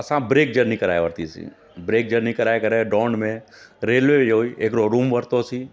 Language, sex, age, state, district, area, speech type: Sindhi, male, 45-60, Gujarat, Surat, urban, spontaneous